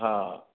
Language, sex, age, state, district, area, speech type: Odia, male, 60+, Odisha, Nayagarh, rural, conversation